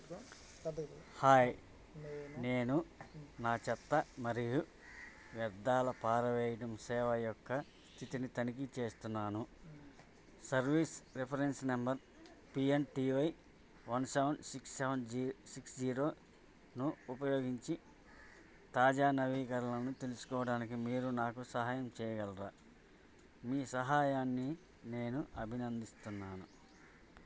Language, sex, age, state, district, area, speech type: Telugu, male, 45-60, Andhra Pradesh, Bapatla, urban, read